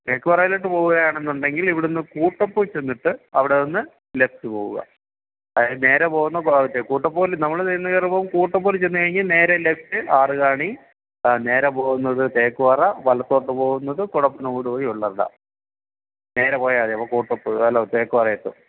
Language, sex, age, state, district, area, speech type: Malayalam, male, 45-60, Kerala, Thiruvananthapuram, urban, conversation